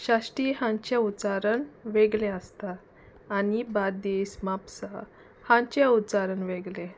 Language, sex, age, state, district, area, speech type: Goan Konkani, female, 30-45, Goa, Salcete, rural, spontaneous